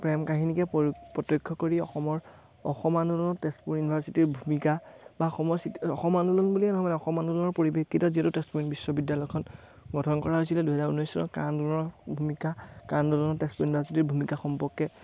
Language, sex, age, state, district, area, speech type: Assamese, male, 18-30, Assam, Majuli, urban, spontaneous